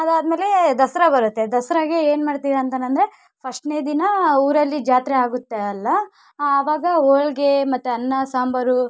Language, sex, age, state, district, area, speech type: Kannada, female, 18-30, Karnataka, Vijayanagara, rural, spontaneous